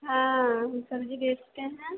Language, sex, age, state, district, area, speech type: Hindi, female, 30-45, Bihar, Begusarai, urban, conversation